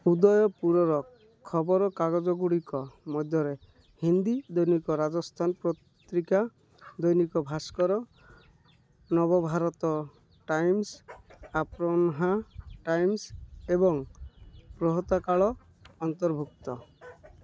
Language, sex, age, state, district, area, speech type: Odia, male, 30-45, Odisha, Malkangiri, urban, read